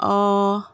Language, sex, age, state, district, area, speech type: Assamese, female, 30-45, Assam, Jorhat, urban, spontaneous